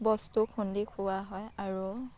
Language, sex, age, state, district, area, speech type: Assamese, female, 18-30, Assam, Dhemaji, rural, spontaneous